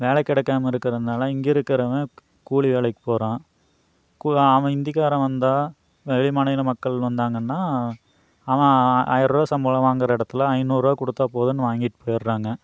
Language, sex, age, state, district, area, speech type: Tamil, male, 30-45, Tamil Nadu, Coimbatore, rural, spontaneous